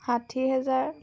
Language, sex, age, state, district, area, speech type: Assamese, female, 18-30, Assam, Sivasagar, urban, spontaneous